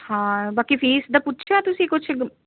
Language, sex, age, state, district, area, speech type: Punjabi, female, 18-30, Punjab, Muktsar, rural, conversation